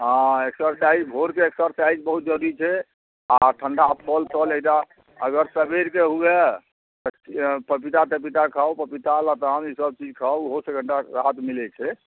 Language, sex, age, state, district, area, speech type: Maithili, male, 60+, Bihar, Araria, rural, conversation